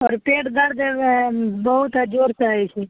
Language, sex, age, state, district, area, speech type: Maithili, female, 18-30, Bihar, Madhepura, urban, conversation